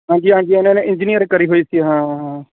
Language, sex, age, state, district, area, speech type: Punjabi, male, 18-30, Punjab, Mansa, urban, conversation